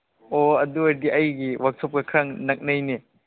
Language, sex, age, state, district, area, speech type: Manipuri, male, 18-30, Manipur, Chandel, rural, conversation